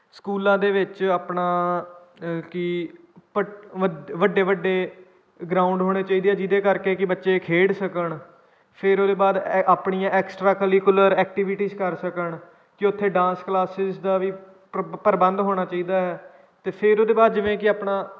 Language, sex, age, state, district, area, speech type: Punjabi, male, 18-30, Punjab, Kapurthala, rural, spontaneous